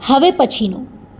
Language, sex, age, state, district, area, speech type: Gujarati, female, 30-45, Gujarat, Surat, urban, read